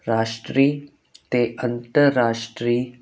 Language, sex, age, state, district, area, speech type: Punjabi, male, 18-30, Punjab, Kapurthala, urban, spontaneous